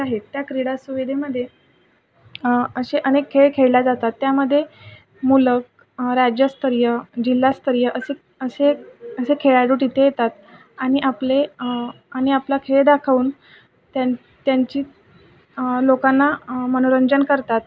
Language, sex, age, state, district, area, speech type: Marathi, male, 18-30, Maharashtra, Buldhana, urban, spontaneous